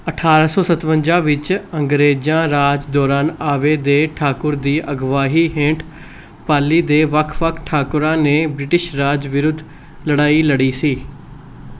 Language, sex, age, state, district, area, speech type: Punjabi, male, 18-30, Punjab, Mohali, urban, read